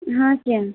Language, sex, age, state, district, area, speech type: Hindi, female, 45-60, Madhya Pradesh, Balaghat, rural, conversation